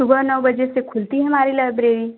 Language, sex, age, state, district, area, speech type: Hindi, female, 18-30, Uttar Pradesh, Jaunpur, urban, conversation